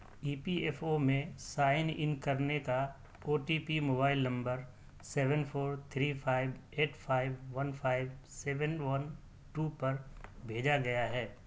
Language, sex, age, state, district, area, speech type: Urdu, male, 30-45, Delhi, South Delhi, urban, read